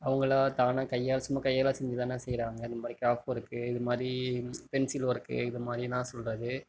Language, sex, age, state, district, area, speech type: Tamil, male, 45-60, Tamil Nadu, Mayiladuthurai, rural, spontaneous